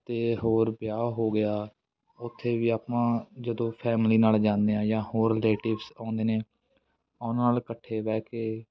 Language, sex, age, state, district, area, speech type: Punjabi, male, 18-30, Punjab, Fatehgarh Sahib, rural, spontaneous